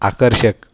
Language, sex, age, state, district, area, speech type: Marathi, male, 30-45, Maharashtra, Buldhana, urban, read